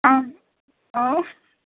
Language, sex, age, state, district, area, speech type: Sanskrit, female, 18-30, Kerala, Thrissur, urban, conversation